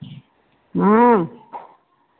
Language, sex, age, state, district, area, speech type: Hindi, female, 60+, Uttar Pradesh, Sitapur, rural, conversation